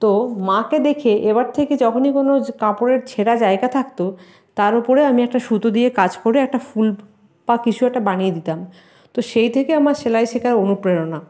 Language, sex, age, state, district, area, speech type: Bengali, female, 45-60, West Bengal, Paschim Bardhaman, rural, spontaneous